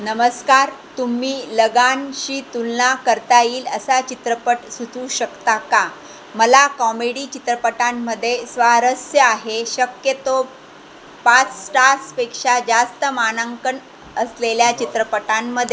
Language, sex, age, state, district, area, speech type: Marathi, female, 45-60, Maharashtra, Jalna, rural, read